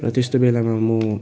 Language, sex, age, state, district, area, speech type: Nepali, male, 18-30, West Bengal, Darjeeling, rural, spontaneous